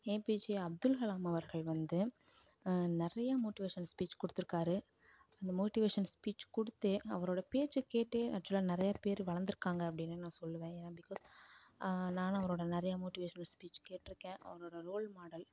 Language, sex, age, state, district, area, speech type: Tamil, female, 18-30, Tamil Nadu, Kallakurichi, rural, spontaneous